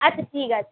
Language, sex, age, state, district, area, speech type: Bengali, female, 18-30, West Bengal, Howrah, urban, conversation